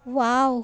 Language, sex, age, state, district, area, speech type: Kannada, female, 18-30, Karnataka, Chamarajanagar, urban, read